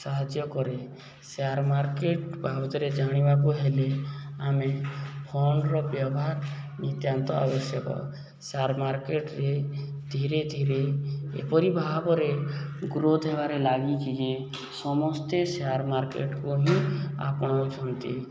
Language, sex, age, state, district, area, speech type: Odia, male, 18-30, Odisha, Subarnapur, urban, spontaneous